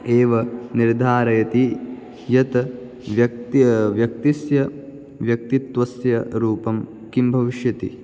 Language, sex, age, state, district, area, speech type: Sanskrit, male, 18-30, Maharashtra, Nagpur, urban, spontaneous